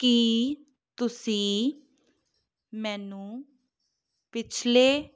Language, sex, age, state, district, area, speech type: Punjabi, female, 18-30, Punjab, Muktsar, urban, read